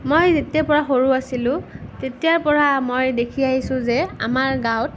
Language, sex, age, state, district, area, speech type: Assamese, female, 18-30, Assam, Nalbari, rural, spontaneous